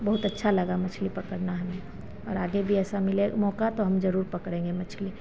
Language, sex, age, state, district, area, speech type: Hindi, female, 30-45, Bihar, Begusarai, rural, spontaneous